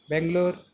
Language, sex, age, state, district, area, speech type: Telugu, male, 60+, Telangana, Hyderabad, urban, spontaneous